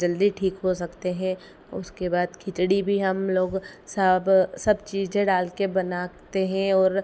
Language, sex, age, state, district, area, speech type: Hindi, female, 30-45, Madhya Pradesh, Ujjain, urban, spontaneous